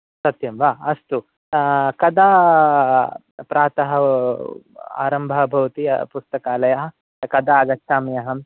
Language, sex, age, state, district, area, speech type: Sanskrit, male, 30-45, Kerala, Kasaragod, rural, conversation